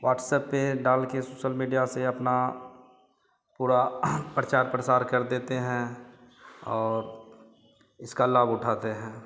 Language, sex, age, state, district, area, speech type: Hindi, male, 30-45, Bihar, Madhepura, rural, spontaneous